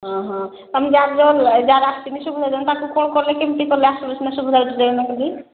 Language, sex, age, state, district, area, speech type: Odia, female, 45-60, Odisha, Angul, rural, conversation